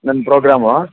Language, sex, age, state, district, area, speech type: Kannada, male, 60+, Karnataka, Chamarajanagar, rural, conversation